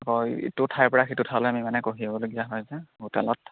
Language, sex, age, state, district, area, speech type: Assamese, male, 18-30, Assam, Dhemaji, urban, conversation